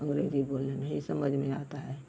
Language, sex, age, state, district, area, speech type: Hindi, female, 60+, Uttar Pradesh, Mau, rural, spontaneous